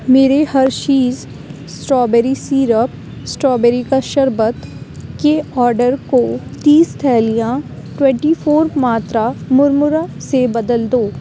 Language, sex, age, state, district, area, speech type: Urdu, female, 18-30, Uttar Pradesh, Aligarh, urban, read